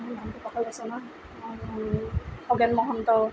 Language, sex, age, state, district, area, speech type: Assamese, female, 45-60, Assam, Tinsukia, rural, spontaneous